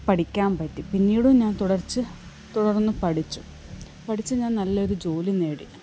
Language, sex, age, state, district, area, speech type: Malayalam, female, 45-60, Kerala, Kasaragod, rural, spontaneous